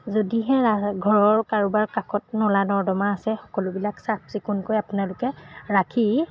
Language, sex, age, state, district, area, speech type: Assamese, female, 30-45, Assam, Golaghat, urban, spontaneous